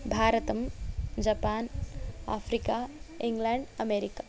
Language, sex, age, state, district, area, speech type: Sanskrit, female, 18-30, Karnataka, Davanagere, urban, spontaneous